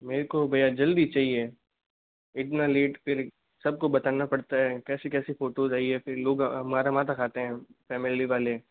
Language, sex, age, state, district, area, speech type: Hindi, female, 60+, Rajasthan, Jodhpur, urban, conversation